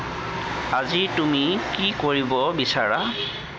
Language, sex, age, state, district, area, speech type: Assamese, male, 30-45, Assam, Lakhimpur, rural, read